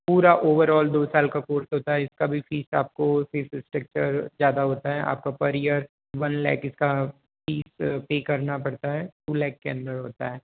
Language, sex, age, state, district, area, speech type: Hindi, male, 18-30, Rajasthan, Jodhpur, urban, conversation